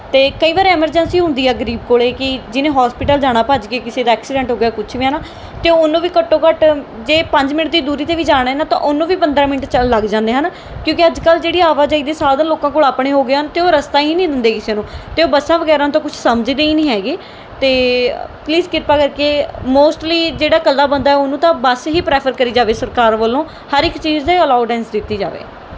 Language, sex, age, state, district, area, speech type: Punjabi, female, 18-30, Punjab, Mohali, rural, spontaneous